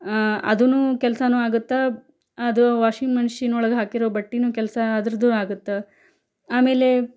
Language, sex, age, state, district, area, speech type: Kannada, female, 30-45, Karnataka, Gadag, rural, spontaneous